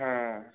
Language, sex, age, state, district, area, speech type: Bengali, male, 45-60, West Bengal, Bankura, urban, conversation